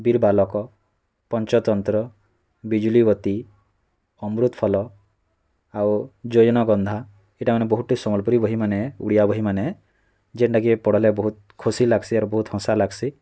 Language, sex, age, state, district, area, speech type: Odia, male, 18-30, Odisha, Bargarh, rural, spontaneous